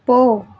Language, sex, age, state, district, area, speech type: Tamil, female, 18-30, Tamil Nadu, Madurai, rural, read